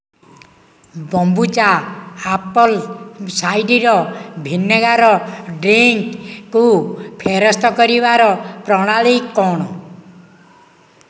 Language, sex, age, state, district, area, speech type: Odia, male, 60+, Odisha, Nayagarh, rural, read